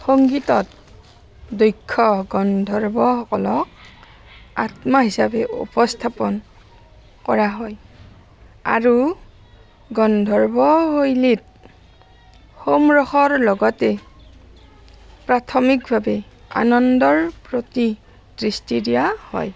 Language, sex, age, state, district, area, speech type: Assamese, female, 45-60, Assam, Barpeta, rural, read